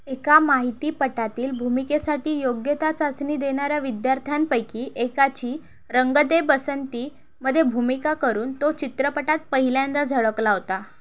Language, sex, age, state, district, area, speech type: Marathi, female, 30-45, Maharashtra, Thane, urban, read